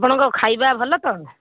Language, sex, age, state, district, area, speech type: Odia, female, 60+, Odisha, Kendrapara, urban, conversation